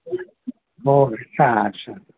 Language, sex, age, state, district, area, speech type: Gujarati, male, 45-60, Gujarat, Ahmedabad, urban, conversation